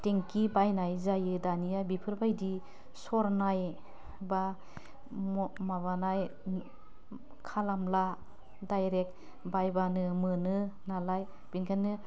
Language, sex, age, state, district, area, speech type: Bodo, female, 30-45, Assam, Udalguri, urban, spontaneous